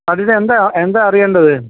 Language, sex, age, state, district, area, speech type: Malayalam, male, 45-60, Kerala, Alappuzha, urban, conversation